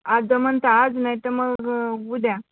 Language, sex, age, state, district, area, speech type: Marathi, female, 60+, Maharashtra, Nagpur, urban, conversation